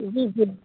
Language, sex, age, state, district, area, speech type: Urdu, female, 30-45, Bihar, Supaul, rural, conversation